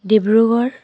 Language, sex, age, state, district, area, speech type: Assamese, female, 18-30, Assam, Dibrugarh, rural, spontaneous